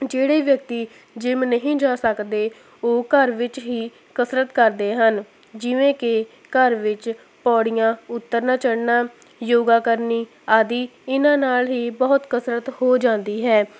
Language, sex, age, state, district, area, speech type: Punjabi, female, 18-30, Punjab, Hoshiarpur, rural, spontaneous